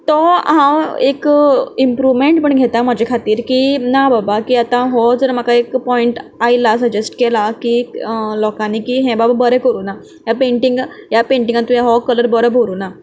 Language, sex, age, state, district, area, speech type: Goan Konkani, female, 18-30, Goa, Canacona, rural, spontaneous